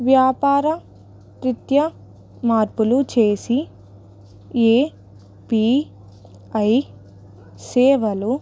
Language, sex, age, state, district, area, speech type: Telugu, female, 18-30, Telangana, Ranga Reddy, rural, spontaneous